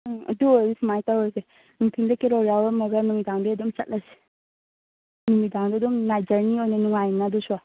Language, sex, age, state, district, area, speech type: Manipuri, female, 30-45, Manipur, Chandel, rural, conversation